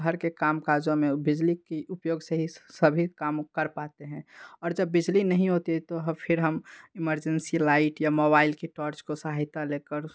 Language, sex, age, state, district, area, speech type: Hindi, male, 18-30, Bihar, Darbhanga, rural, spontaneous